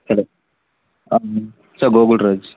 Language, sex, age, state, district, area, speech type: Tamil, male, 18-30, Tamil Nadu, Tiruppur, rural, conversation